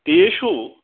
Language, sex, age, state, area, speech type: Sanskrit, male, 30-45, Bihar, rural, conversation